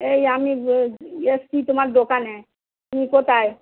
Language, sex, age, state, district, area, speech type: Bengali, female, 60+, West Bengal, Darjeeling, rural, conversation